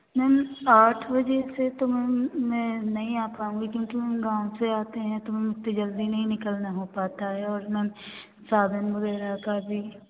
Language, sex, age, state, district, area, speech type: Hindi, female, 18-30, Madhya Pradesh, Hoshangabad, rural, conversation